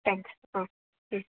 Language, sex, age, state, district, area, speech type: Tamil, female, 18-30, Tamil Nadu, Mayiladuthurai, urban, conversation